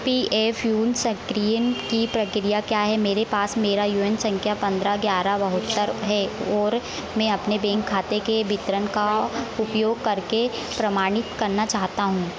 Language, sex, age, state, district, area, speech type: Hindi, female, 18-30, Madhya Pradesh, Harda, rural, read